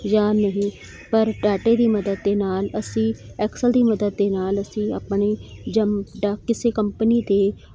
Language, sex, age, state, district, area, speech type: Punjabi, female, 45-60, Punjab, Jalandhar, urban, spontaneous